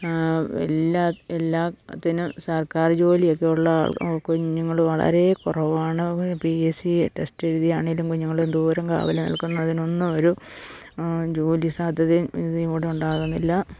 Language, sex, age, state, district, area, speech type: Malayalam, female, 60+, Kerala, Idukki, rural, spontaneous